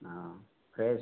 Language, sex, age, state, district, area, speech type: Hindi, male, 45-60, Uttar Pradesh, Mau, rural, conversation